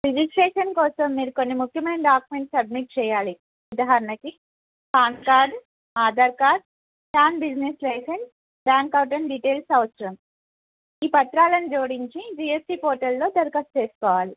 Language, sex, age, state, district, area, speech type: Telugu, female, 30-45, Telangana, Bhadradri Kothagudem, urban, conversation